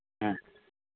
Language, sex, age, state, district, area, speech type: Tamil, male, 60+, Tamil Nadu, Thanjavur, rural, conversation